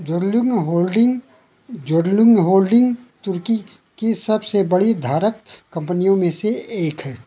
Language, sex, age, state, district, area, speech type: Hindi, male, 60+, Uttar Pradesh, Ayodhya, rural, read